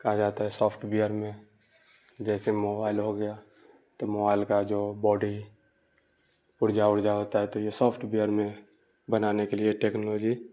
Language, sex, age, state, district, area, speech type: Urdu, male, 18-30, Bihar, Darbhanga, rural, spontaneous